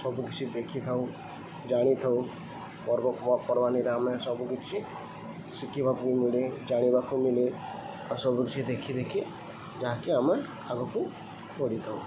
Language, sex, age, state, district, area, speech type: Odia, male, 18-30, Odisha, Sundergarh, urban, spontaneous